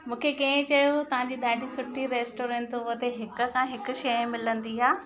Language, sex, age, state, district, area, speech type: Sindhi, female, 30-45, Madhya Pradesh, Katni, urban, spontaneous